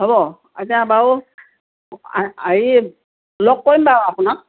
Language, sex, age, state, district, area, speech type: Assamese, female, 60+, Assam, Morigaon, rural, conversation